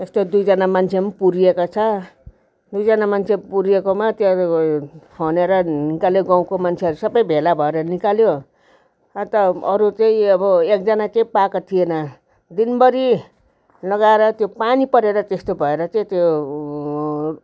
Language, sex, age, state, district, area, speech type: Nepali, female, 60+, West Bengal, Darjeeling, rural, spontaneous